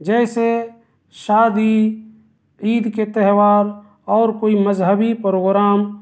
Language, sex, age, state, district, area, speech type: Urdu, male, 30-45, Delhi, South Delhi, urban, spontaneous